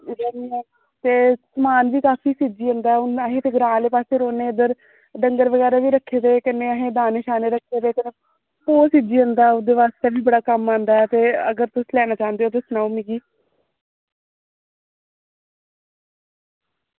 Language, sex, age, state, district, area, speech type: Dogri, female, 18-30, Jammu and Kashmir, Samba, rural, conversation